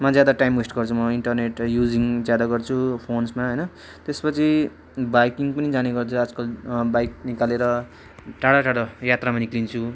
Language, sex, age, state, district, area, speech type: Nepali, male, 18-30, West Bengal, Darjeeling, rural, spontaneous